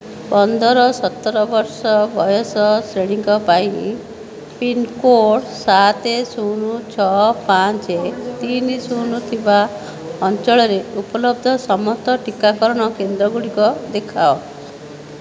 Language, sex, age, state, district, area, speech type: Odia, female, 18-30, Odisha, Jajpur, rural, read